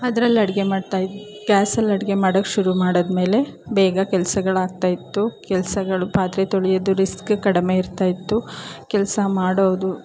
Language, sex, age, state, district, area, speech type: Kannada, female, 30-45, Karnataka, Chamarajanagar, rural, spontaneous